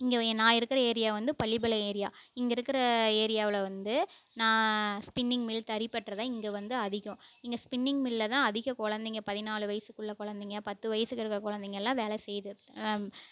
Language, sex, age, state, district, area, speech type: Tamil, female, 18-30, Tamil Nadu, Namakkal, rural, spontaneous